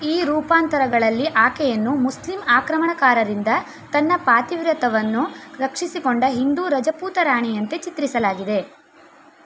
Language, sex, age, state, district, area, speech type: Kannada, female, 30-45, Karnataka, Shimoga, rural, read